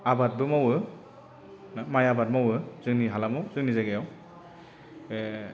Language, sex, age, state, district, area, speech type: Bodo, male, 30-45, Assam, Chirang, rural, spontaneous